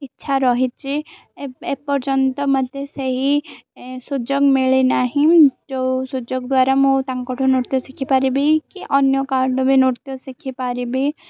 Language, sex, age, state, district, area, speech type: Odia, female, 18-30, Odisha, Koraput, urban, spontaneous